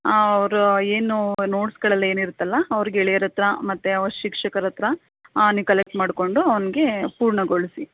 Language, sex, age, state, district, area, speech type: Kannada, female, 30-45, Karnataka, Mandya, urban, conversation